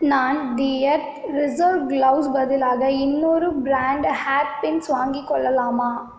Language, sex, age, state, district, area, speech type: Tamil, female, 18-30, Tamil Nadu, Cuddalore, rural, read